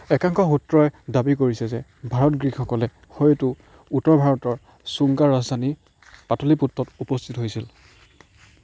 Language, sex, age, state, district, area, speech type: Assamese, male, 45-60, Assam, Darrang, rural, read